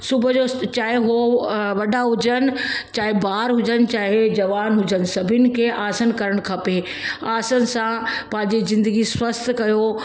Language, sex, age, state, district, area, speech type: Sindhi, female, 45-60, Delhi, South Delhi, urban, spontaneous